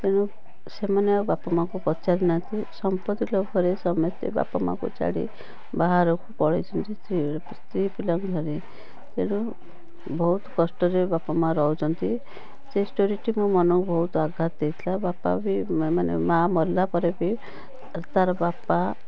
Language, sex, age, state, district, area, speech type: Odia, female, 45-60, Odisha, Cuttack, urban, spontaneous